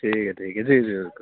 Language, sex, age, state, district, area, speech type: Urdu, male, 18-30, Uttar Pradesh, Rampur, urban, conversation